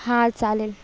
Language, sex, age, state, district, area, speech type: Marathi, female, 18-30, Maharashtra, Sindhudurg, rural, spontaneous